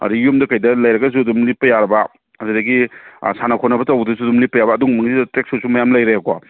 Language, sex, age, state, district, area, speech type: Manipuri, male, 30-45, Manipur, Kangpokpi, urban, conversation